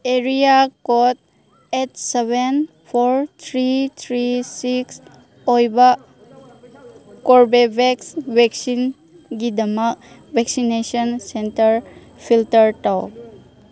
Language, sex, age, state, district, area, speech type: Manipuri, female, 30-45, Manipur, Chandel, rural, read